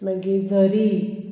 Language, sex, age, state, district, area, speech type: Goan Konkani, female, 45-60, Goa, Murmgao, urban, spontaneous